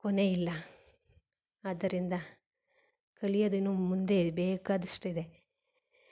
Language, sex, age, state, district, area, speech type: Kannada, female, 45-60, Karnataka, Mandya, rural, spontaneous